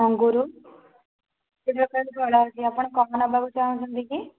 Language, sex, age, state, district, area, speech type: Odia, female, 30-45, Odisha, Khordha, rural, conversation